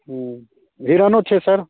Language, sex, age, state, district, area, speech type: Maithili, male, 30-45, Bihar, Darbhanga, rural, conversation